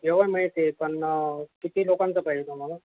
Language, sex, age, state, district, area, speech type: Marathi, male, 60+, Maharashtra, Nanded, urban, conversation